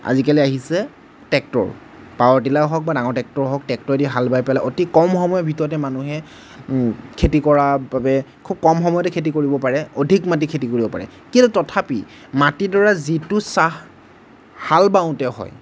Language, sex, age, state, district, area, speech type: Assamese, male, 18-30, Assam, Nagaon, rural, spontaneous